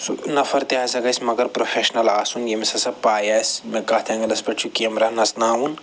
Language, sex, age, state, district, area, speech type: Kashmiri, male, 45-60, Jammu and Kashmir, Srinagar, urban, spontaneous